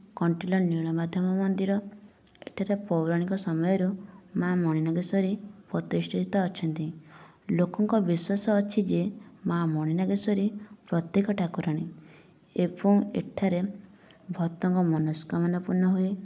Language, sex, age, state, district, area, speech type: Odia, female, 30-45, Odisha, Nayagarh, rural, spontaneous